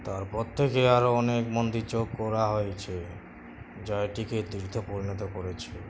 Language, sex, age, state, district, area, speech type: Bengali, male, 18-30, West Bengal, Uttar Dinajpur, rural, read